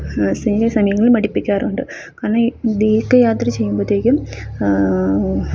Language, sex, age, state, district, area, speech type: Malayalam, female, 30-45, Kerala, Palakkad, rural, spontaneous